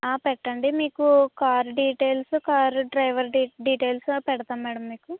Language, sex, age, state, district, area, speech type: Telugu, female, 60+, Andhra Pradesh, Kakinada, rural, conversation